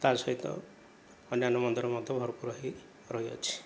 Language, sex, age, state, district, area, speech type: Odia, male, 45-60, Odisha, Kandhamal, rural, spontaneous